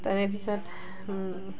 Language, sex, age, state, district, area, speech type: Assamese, female, 45-60, Assam, Barpeta, urban, spontaneous